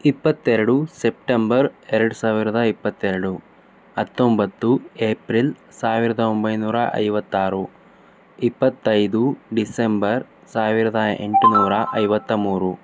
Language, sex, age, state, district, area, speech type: Kannada, male, 18-30, Karnataka, Davanagere, rural, spontaneous